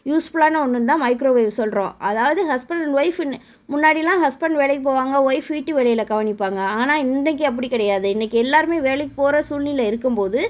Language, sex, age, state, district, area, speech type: Tamil, female, 30-45, Tamil Nadu, Sivaganga, rural, spontaneous